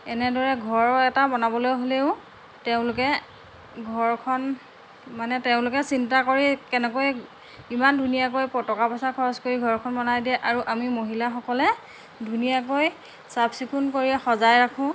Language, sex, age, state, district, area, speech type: Assamese, female, 45-60, Assam, Lakhimpur, rural, spontaneous